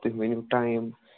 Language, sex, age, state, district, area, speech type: Kashmiri, male, 18-30, Jammu and Kashmir, Budgam, rural, conversation